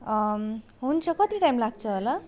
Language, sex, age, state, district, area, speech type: Nepali, female, 18-30, West Bengal, Darjeeling, rural, spontaneous